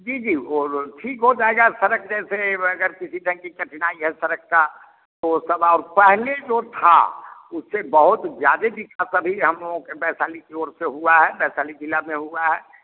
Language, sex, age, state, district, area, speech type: Hindi, male, 60+, Bihar, Vaishali, rural, conversation